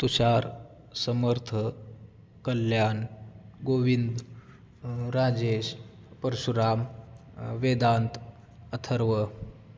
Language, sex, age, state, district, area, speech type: Marathi, male, 18-30, Maharashtra, Osmanabad, rural, spontaneous